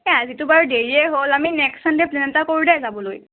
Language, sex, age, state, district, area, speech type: Assamese, male, 18-30, Assam, Morigaon, rural, conversation